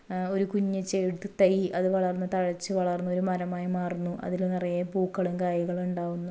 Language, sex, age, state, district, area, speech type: Malayalam, female, 30-45, Kerala, Ernakulam, rural, spontaneous